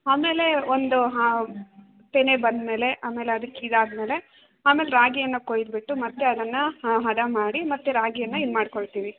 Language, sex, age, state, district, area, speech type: Kannada, female, 30-45, Karnataka, Kolar, rural, conversation